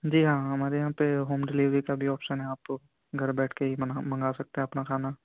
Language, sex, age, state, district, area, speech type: Urdu, male, 18-30, Uttar Pradesh, Ghaziabad, urban, conversation